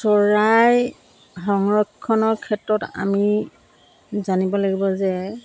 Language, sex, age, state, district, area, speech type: Assamese, female, 60+, Assam, Dhemaji, rural, spontaneous